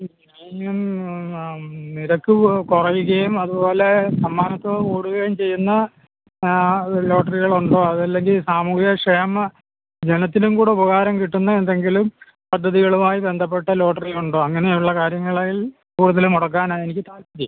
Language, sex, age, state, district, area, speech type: Malayalam, male, 60+, Kerala, Alappuzha, rural, conversation